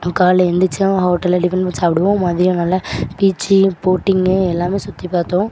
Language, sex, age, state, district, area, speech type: Tamil, female, 18-30, Tamil Nadu, Thoothukudi, rural, spontaneous